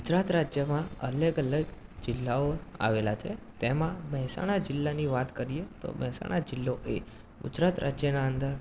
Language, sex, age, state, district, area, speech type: Gujarati, male, 18-30, Gujarat, Mehsana, urban, spontaneous